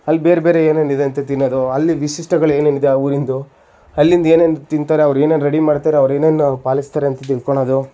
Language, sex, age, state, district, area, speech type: Kannada, male, 18-30, Karnataka, Shimoga, rural, spontaneous